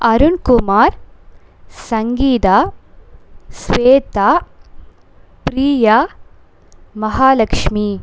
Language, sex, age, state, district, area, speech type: Tamil, female, 18-30, Tamil Nadu, Pudukkottai, rural, spontaneous